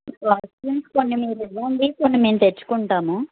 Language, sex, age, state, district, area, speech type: Telugu, female, 45-60, Andhra Pradesh, N T Rama Rao, rural, conversation